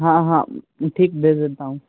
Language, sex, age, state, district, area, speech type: Urdu, male, 18-30, Bihar, Saharsa, rural, conversation